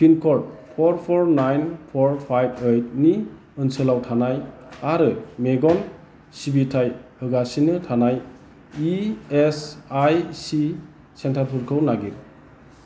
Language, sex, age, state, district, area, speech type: Bodo, male, 45-60, Assam, Chirang, urban, read